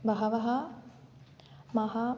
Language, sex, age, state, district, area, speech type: Sanskrit, female, 18-30, Kerala, Kannur, rural, spontaneous